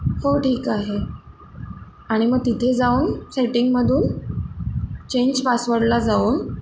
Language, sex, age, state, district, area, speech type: Marathi, female, 18-30, Maharashtra, Sindhudurg, rural, spontaneous